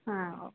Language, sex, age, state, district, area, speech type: Kannada, female, 18-30, Karnataka, Koppal, rural, conversation